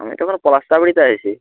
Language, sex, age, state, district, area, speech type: Bengali, male, 45-60, West Bengal, Nadia, rural, conversation